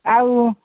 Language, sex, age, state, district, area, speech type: Odia, female, 45-60, Odisha, Sundergarh, rural, conversation